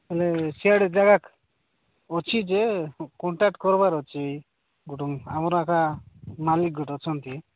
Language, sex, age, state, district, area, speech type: Odia, male, 45-60, Odisha, Nabarangpur, rural, conversation